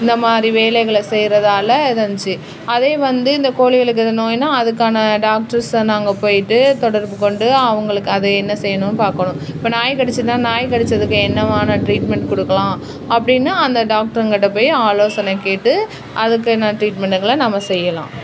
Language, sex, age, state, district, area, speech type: Tamil, female, 30-45, Tamil Nadu, Dharmapuri, urban, spontaneous